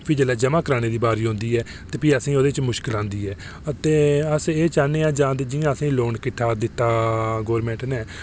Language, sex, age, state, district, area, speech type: Dogri, male, 18-30, Jammu and Kashmir, Reasi, rural, spontaneous